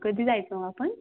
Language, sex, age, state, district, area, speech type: Marathi, female, 18-30, Maharashtra, Buldhana, rural, conversation